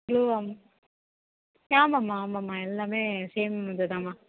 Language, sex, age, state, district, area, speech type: Tamil, female, 18-30, Tamil Nadu, Tiruvarur, rural, conversation